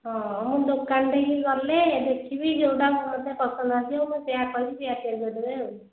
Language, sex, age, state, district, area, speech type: Odia, female, 45-60, Odisha, Khordha, rural, conversation